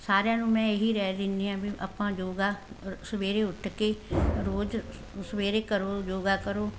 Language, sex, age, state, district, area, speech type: Punjabi, female, 60+, Punjab, Barnala, rural, spontaneous